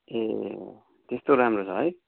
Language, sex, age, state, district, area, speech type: Nepali, male, 45-60, West Bengal, Darjeeling, rural, conversation